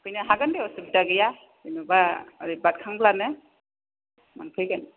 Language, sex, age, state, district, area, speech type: Bodo, female, 60+, Assam, Chirang, rural, conversation